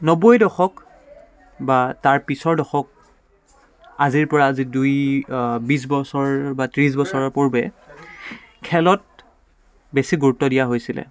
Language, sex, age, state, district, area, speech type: Assamese, male, 18-30, Assam, Dibrugarh, urban, spontaneous